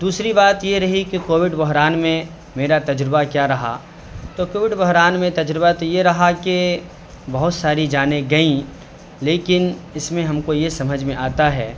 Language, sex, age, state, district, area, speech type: Urdu, male, 30-45, Bihar, Saharsa, urban, spontaneous